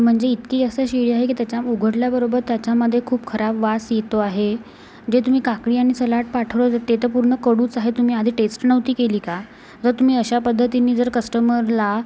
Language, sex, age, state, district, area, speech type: Marathi, female, 18-30, Maharashtra, Amravati, urban, spontaneous